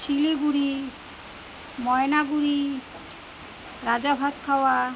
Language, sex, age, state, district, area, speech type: Bengali, female, 45-60, West Bengal, Alipurduar, rural, spontaneous